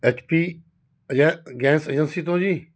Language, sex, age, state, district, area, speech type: Punjabi, male, 60+, Punjab, Fazilka, rural, spontaneous